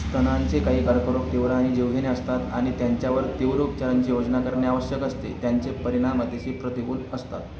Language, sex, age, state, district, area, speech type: Marathi, male, 18-30, Maharashtra, Akola, rural, read